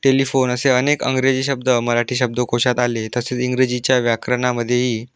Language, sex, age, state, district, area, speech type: Marathi, male, 18-30, Maharashtra, Aurangabad, rural, spontaneous